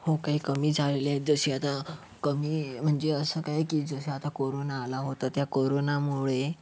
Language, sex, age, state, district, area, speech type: Marathi, male, 30-45, Maharashtra, Yavatmal, rural, spontaneous